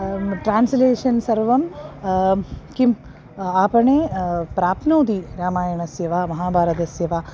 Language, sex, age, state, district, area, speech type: Sanskrit, female, 30-45, Kerala, Ernakulam, urban, spontaneous